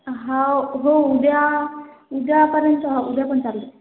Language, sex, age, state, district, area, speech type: Marathi, female, 18-30, Maharashtra, Washim, rural, conversation